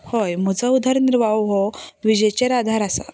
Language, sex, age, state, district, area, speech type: Goan Konkani, female, 18-30, Goa, Canacona, rural, spontaneous